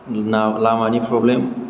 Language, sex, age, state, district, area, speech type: Bodo, male, 18-30, Assam, Chirang, urban, spontaneous